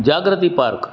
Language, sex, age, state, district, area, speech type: Sindhi, male, 60+, Madhya Pradesh, Katni, urban, spontaneous